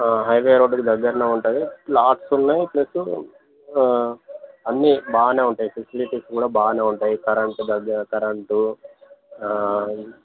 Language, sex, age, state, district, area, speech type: Telugu, male, 18-30, Telangana, Jangaon, rural, conversation